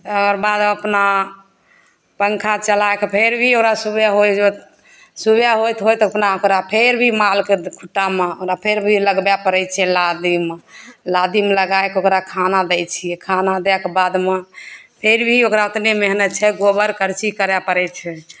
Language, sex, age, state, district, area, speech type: Maithili, female, 30-45, Bihar, Begusarai, rural, spontaneous